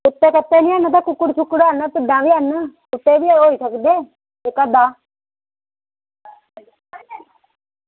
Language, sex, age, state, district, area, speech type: Dogri, female, 45-60, Jammu and Kashmir, Udhampur, rural, conversation